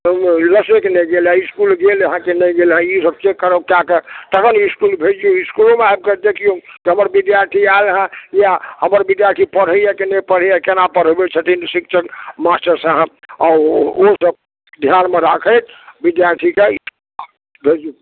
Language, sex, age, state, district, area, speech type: Maithili, male, 60+, Bihar, Supaul, rural, conversation